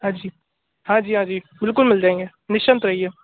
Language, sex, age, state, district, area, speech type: Hindi, male, 18-30, Rajasthan, Bharatpur, urban, conversation